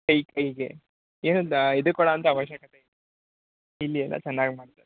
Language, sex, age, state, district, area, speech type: Kannada, male, 18-30, Karnataka, Mysore, urban, conversation